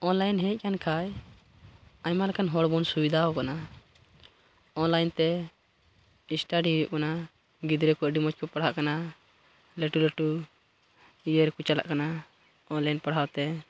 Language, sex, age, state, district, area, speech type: Santali, male, 18-30, Jharkhand, Pakur, rural, spontaneous